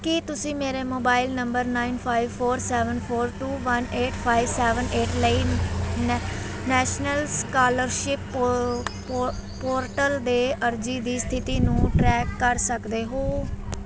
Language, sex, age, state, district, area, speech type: Punjabi, female, 30-45, Punjab, Mansa, urban, read